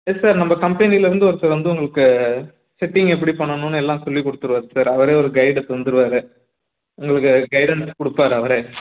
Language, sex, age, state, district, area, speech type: Tamil, male, 18-30, Tamil Nadu, Tiruchirappalli, rural, conversation